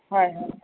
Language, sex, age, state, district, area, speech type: Assamese, female, 18-30, Assam, Kamrup Metropolitan, urban, conversation